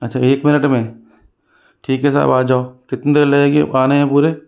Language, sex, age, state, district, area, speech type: Hindi, male, 60+, Rajasthan, Jaipur, urban, spontaneous